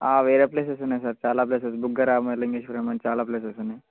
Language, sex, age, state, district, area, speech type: Telugu, male, 18-30, Telangana, Vikarabad, urban, conversation